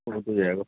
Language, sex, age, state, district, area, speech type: Urdu, male, 30-45, Delhi, North East Delhi, urban, conversation